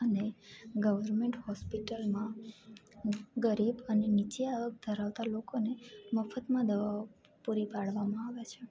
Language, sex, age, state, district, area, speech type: Gujarati, female, 18-30, Gujarat, Junagadh, rural, spontaneous